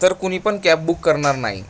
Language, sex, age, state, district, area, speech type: Marathi, male, 18-30, Maharashtra, Gadchiroli, rural, spontaneous